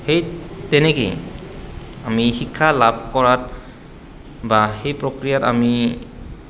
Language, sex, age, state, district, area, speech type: Assamese, male, 30-45, Assam, Goalpara, urban, spontaneous